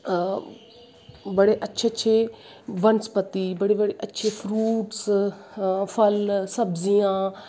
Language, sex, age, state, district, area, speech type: Dogri, female, 30-45, Jammu and Kashmir, Kathua, rural, spontaneous